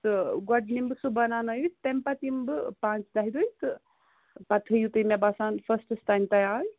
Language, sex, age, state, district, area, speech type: Kashmiri, female, 18-30, Jammu and Kashmir, Budgam, urban, conversation